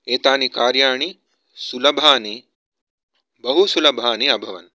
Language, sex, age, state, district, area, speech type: Sanskrit, male, 30-45, Karnataka, Bangalore Urban, urban, spontaneous